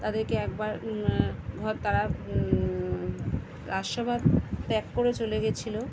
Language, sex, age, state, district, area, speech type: Bengali, female, 30-45, West Bengal, Kolkata, urban, spontaneous